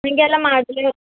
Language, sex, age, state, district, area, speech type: Kannada, female, 18-30, Karnataka, Bidar, urban, conversation